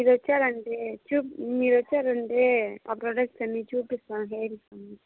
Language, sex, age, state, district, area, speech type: Telugu, female, 30-45, Andhra Pradesh, Kadapa, rural, conversation